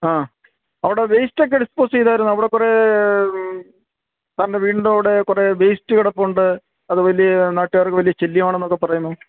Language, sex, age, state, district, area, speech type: Malayalam, male, 60+, Kerala, Kottayam, rural, conversation